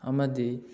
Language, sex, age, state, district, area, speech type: Manipuri, male, 18-30, Manipur, Kakching, rural, spontaneous